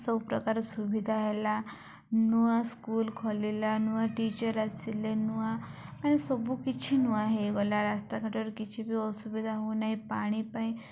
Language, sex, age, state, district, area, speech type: Odia, female, 18-30, Odisha, Nabarangpur, urban, spontaneous